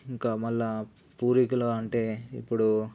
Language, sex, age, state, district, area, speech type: Telugu, male, 18-30, Telangana, Nalgonda, rural, spontaneous